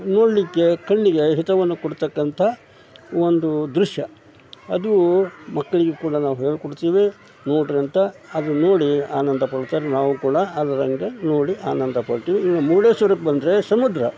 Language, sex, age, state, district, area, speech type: Kannada, male, 60+, Karnataka, Koppal, rural, spontaneous